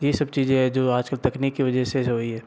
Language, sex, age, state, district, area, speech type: Hindi, male, 60+, Rajasthan, Jodhpur, urban, spontaneous